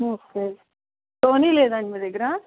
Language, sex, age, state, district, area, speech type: Telugu, female, 45-60, Andhra Pradesh, East Godavari, rural, conversation